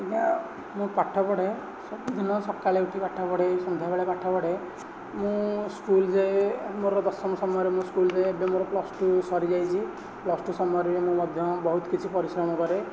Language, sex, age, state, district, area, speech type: Odia, male, 18-30, Odisha, Nayagarh, rural, spontaneous